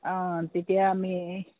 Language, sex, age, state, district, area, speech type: Assamese, female, 60+, Assam, Dibrugarh, rural, conversation